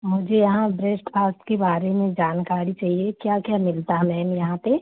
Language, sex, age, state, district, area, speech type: Hindi, female, 30-45, Madhya Pradesh, Seoni, urban, conversation